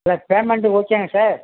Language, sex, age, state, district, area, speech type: Tamil, male, 45-60, Tamil Nadu, Perambalur, urban, conversation